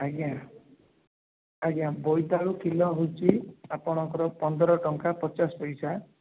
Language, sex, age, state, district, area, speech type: Odia, male, 30-45, Odisha, Jajpur, rural, conversation